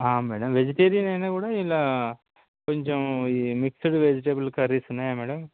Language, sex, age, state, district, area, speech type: Telugu, male, 30-45, Andhra Pradesh, Nellore, urban, conversation